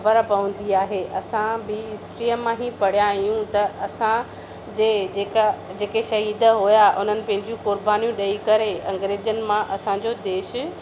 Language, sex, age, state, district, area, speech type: Sindhi, female, 45-60, Maharashtra, Thane, urban, spontaneous